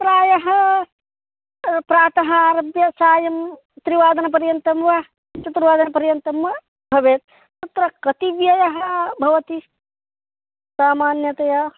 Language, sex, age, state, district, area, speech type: Sanskrit, male, 18-30, Karnataka, Uttara Kannada, rural, conversation